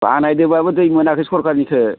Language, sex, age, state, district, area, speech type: Bodo, male, 45-60, Assam, Baksa, urban, conversation